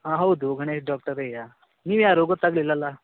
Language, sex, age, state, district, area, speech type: Kannada, male, 18-30, Karnataka, Uttara Kannada, rural, conversation